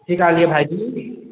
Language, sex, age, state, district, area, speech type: Maithili, male, 18-30, Bihar, Darbhanga, rural, conversation